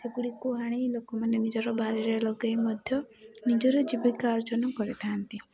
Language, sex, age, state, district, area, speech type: Odia, female, 18-30, Odisha, Rayagada, rural, spontaneous